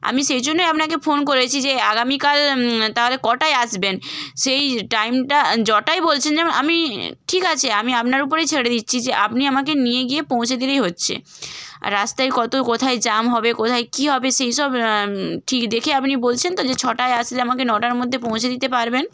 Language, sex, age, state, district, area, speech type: Bengali, female, 18-30, West Bengal, Hooghly, urban, spontaneous